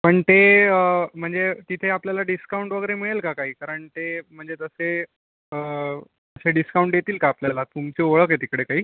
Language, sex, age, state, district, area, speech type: Marathi, male, 18-30, Maharashtra, Mumbai Suburban, urban, conversation